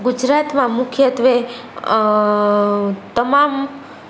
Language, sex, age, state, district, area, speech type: Gujarati, female, 18-30, Gujarat, Rajkot, urban, spontaneous